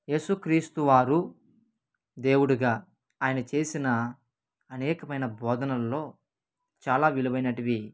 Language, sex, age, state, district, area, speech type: Telugu, male, 18-30, Andhra Pradesh, Kadapa, rural, spontaneous